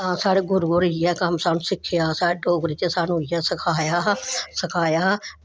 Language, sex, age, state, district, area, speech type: Dogri, female, 60+, Jammu and Kashmir, Samba, urban, spontaneous